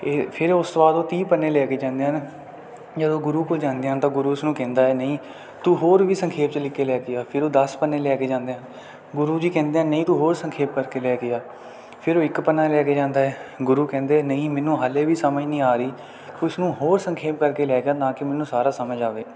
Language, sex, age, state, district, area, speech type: Punjabi, male, 18-30, Punjab, Kapurthala, rural, spontaneous